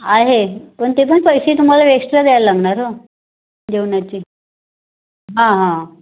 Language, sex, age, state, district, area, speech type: Marathi, female, 45-60, Maharashtra, Raigad, rural, conversation